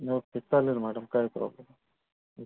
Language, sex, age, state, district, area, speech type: Marathi, male, 30-45, Maharashtra, Amravati, urban, conversation